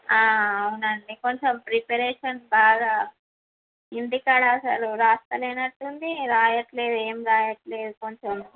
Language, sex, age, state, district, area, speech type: Telugu, female, 18-30, Andhra Pradesh, Visakhapatnam, urban, conversation